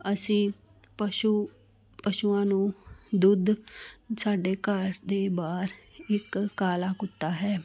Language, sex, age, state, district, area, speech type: Punjabi, female, 30-45, Punjab, Jalandhar, urban, spontaneous